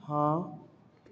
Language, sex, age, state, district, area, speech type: Urdu, female, 30-45, Delhi, Central Delhi, urban, read